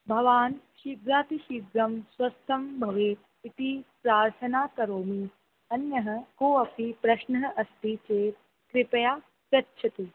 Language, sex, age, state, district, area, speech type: Sanskrit, female, 18-30, Rajasthan, Jaipur, urban, conversation